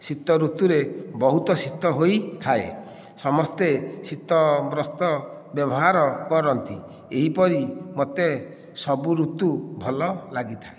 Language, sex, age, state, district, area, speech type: Odia, male, 45-60, Odisha, Nayagarh, rural, spontaneous